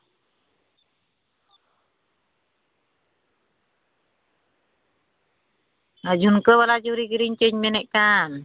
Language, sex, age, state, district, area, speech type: Santali, female, 30-45, West Bengal, Malda, rural, conversation